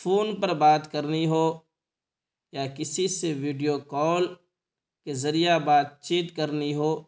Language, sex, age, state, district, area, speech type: Urdu, male, 18-30, Bihar, Purnia, rural, spontaneous